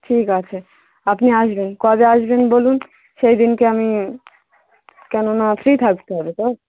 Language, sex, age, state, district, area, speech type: Bengali, female, 18-30, West Bengal, Dakshin Dinajpur, urban, conversation